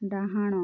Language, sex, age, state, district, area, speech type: Odia, female, 30-45, Odisha, Kalahandi, rural, read